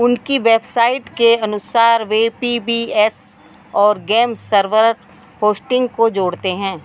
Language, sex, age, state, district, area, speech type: Hindi, female, 45-60, Madhya Pradesh, Narsinghpur, rural, read